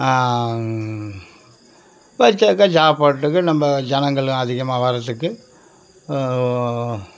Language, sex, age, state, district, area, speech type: Tamil, male, 60+, Tamil Nadu, Kallakurichi, urban, spontaneous